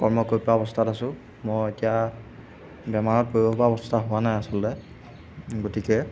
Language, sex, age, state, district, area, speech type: Assamese, male, 18-30, Assam, Golaghat, urban, spontaneous